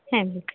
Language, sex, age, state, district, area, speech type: Bengali, female, 30-45, West Bengal, Paschim Medinipur, rural, conversation